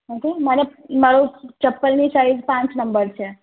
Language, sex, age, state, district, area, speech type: Gujarati, female, 30-45, Gujarat, Anand, rural, conversation